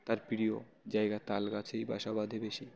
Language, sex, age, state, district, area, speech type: Bengali, male, 18-30, West Bengal, Uttar Dinajpur, urban, spontaneous